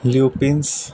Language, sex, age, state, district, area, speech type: Punjabi, male, 18-30, Punjab, Fazilka, rural, spontaneous